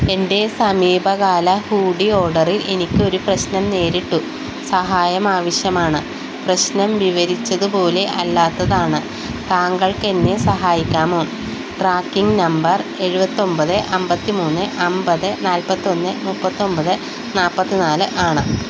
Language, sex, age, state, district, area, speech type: Malayalam, female, 45-60, Kerala, Wayanad, rural, read